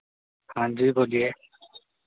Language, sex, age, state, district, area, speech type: Hindi, male, 18-30, Madhya Pradesh, Harda, urban, conversation